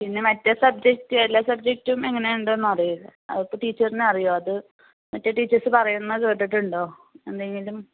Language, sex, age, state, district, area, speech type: Malayalam, female, 30-45, Kerala, Malappuram, rural, conversation